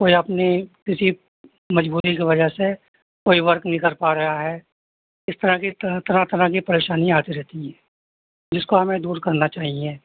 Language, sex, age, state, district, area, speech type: Urdu, male, 45-60, Uttar Pradesh, Rampur, urban, conversation